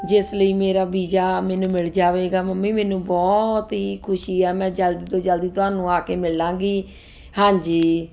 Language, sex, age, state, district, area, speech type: Punjabi, female, 30-45, Punjab, Ludhiana, urban, spontaneous